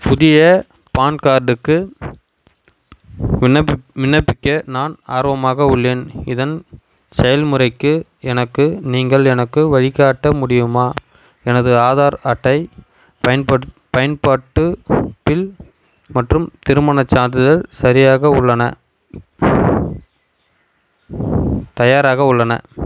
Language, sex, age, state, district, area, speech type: Tamil, male, 30-45, Tamil Nadu, Chengalpattu, rural, read